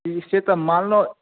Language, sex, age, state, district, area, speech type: Maithili, male, 18-30, Bihar, Darbhanga, rural, conversation